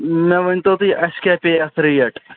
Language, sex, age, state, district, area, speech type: Kashmiri, male, 45-60, Jammu and Kashmir, Srinagar, urban, conversation